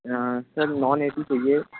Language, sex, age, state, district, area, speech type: Hindi, male, 18-30, Madhya Pradesh, Harda, urban, conversation